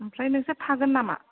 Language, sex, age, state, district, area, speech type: Bodo, female, 30-45, Assam, Kokrajhar, rural, conversation